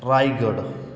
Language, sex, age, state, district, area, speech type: Marathi, male, 18-30, Maharashtra, Osmanabad, rural, spontaneous